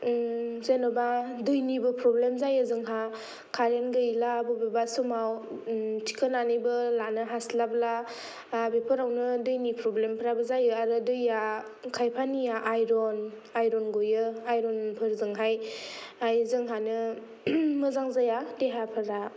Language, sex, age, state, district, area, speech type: Bodo, female, 18-30, Assam, Kokrajhar, rural, spontaneous